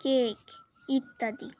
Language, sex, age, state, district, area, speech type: Bengali, female, 18-30, West Bengal, Alipurduar, rural, spontaneous